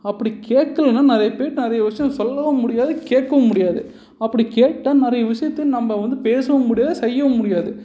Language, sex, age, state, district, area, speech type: Tamil, male, 18-30, Tamil Nadu, Salem, urban, spontaneous